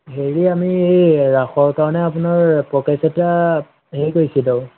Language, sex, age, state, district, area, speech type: Assamese, male, 18-30, Assam, Majuli, urban, conversation